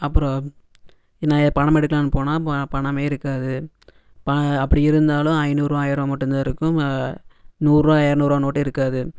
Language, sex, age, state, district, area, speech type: Tamil, male, 18-30, Tamil Nadu, Erode, urban, spontaneous